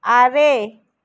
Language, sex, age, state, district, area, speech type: Santali, female, 30-45, West Bengal, Birbhum, rural, read